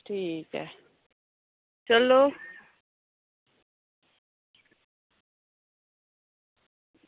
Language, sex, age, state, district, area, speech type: Dogri, female, 30-45, Jammu and Kashmir, Samba, rural, conversation